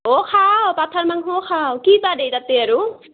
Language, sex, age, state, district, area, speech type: Assamese, female, 18-30, Assam, Nalbari, rural, conversation